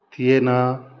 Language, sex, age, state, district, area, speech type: Nepali, male, 30-45, West Bengal, Kalimpong, rural, spontaneous